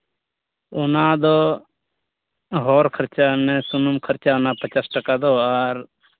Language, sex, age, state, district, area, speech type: Santali, male, 18-30, Jharkhand, Pakur, rural, conversation